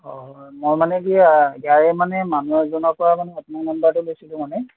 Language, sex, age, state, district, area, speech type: Assamese, male, 18-30, Assam, Golaghat, urban, conversation